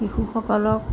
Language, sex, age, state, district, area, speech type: Assamese, female, 45-60, Assam, Jorhat, urban, spontaneous